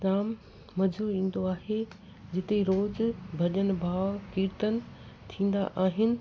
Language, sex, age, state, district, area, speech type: Sindhi, female, 60+, Gujarat, Kutch, urban, spontaneous